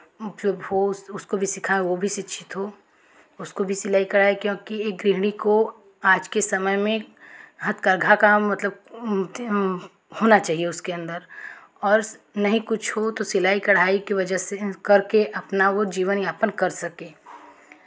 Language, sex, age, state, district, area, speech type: Hindi, female, 45-60, Uttar Pradesh, Chandauli, urban, spontaneous